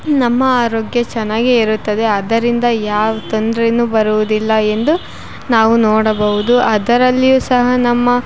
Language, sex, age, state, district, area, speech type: Kannada, female, 18-30, Karnataka, Chitradurga, rural, spontaneous